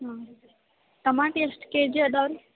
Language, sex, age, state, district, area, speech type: Kannada, female, 18-30, Karnataka, Gadag, urban, conversation